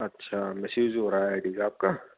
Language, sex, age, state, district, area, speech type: Hindi, male, 18-30, Rajasthan, Bharatpur, urban, conversation